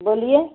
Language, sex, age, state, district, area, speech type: Hindi, female, 60+, Uttar Pradesh, Chandauli, rural, conversation